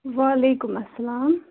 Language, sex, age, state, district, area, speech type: Kashmiri, male, 18-30, Jammu and Kashmir, Bandipora, rural, conversation